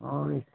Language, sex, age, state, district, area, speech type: Hindi, male, 60+, Uttar Pradesh, Chandauli, rural, conversation